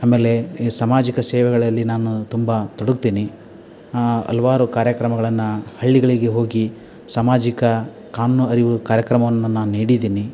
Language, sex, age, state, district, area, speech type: Kannada, male, 30-45, Karnataka, Koppal, rural, spontaneous